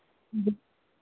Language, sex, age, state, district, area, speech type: Hindi, female, 18-30, Uttar Pradesh, Varanasi, urban, conversation